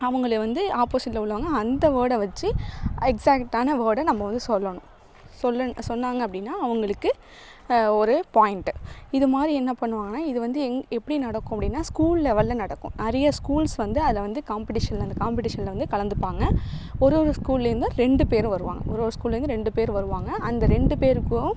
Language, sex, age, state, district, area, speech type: Tamil, female, 30-45, Tamil Nadu, Thanjavur, urban, spontaneous